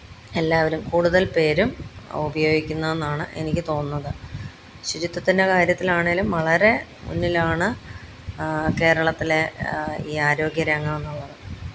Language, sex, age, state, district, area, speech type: Malayalam, female, 45-60, Kerala, Pathanamthitta, rural, spontaneous